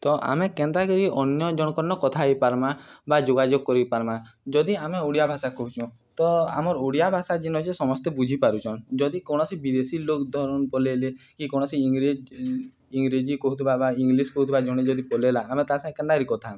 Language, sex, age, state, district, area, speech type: Odia, male, 18-30, Odisha, Nuapada, urban, spontaneous